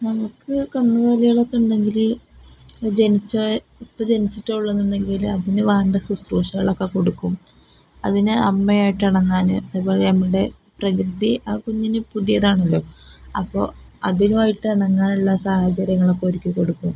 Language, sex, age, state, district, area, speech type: Malayalam, female, 18-30, Kerala, Palakkad, rural, spontaneous